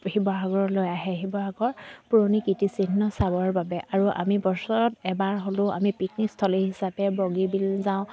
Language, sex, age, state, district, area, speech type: Assamese, female, 30-45, Assam, Dibrugarh, rural, spontaneous